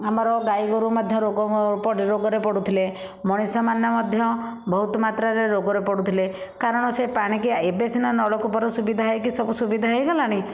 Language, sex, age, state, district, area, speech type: Odia, female, 60+, Odisha, Bhadrak, rural, spontaneous